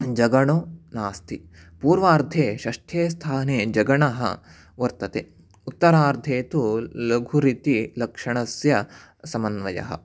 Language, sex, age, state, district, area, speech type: Sanskrit, male, 18-30, Karnataka, Uttara Kannada, rural, spontaneous